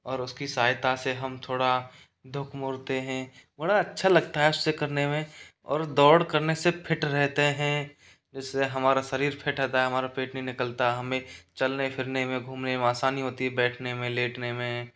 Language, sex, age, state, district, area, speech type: Hindi, male, 60+, Rajasthan, Karauli, rural, spontaneous